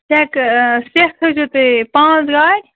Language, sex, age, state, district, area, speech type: Kashmiri, female, 30-45, Jammu and Kashmir, Bandipora, rural, conversation